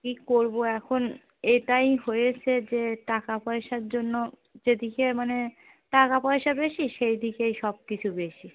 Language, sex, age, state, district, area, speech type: Bengali, female, 30-45, West Bengal, Darjeeling, urban, conversation